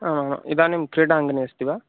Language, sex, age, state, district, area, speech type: Sanskrit, male, 18-30, Uttar Pradesh, Mirzapur, rural, conversation